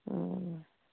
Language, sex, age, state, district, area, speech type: Manipuri, female, 18-30, Manipur, Kangpokpi, urban, conversation